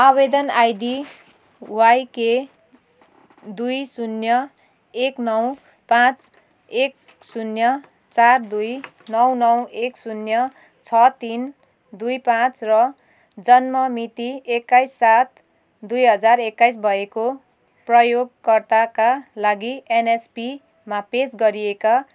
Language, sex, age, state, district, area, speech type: Nepali, female, 45-60, West Bengal, Jalpaiguri, rural, read